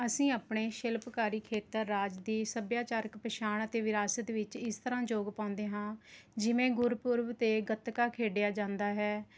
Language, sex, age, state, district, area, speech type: Punjabi, female, 30-45, Punjab, Rupnagar, rural, spontaneous